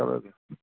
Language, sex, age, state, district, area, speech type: Kashmiri, male, 18-30, Jammu and Kashmir, Ganderbal, rural, conversation